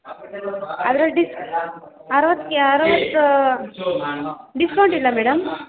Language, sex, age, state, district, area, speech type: Kannada, female, 18-30, Karnataka, Kolar, rural, conversation